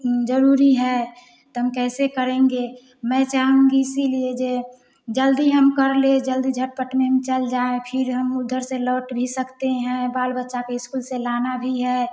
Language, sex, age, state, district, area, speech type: Hindi, female, 18-30, Bihar, Samastipur, rural, spontaneous